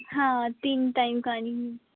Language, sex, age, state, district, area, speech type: Dogri, female, 18-30, Jammu and Kashmir, Samba, urban, conversation